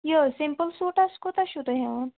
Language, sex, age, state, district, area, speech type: Kashmiri, female, 30-45, Jammu and Kashmir, Kulgam, rural, conversation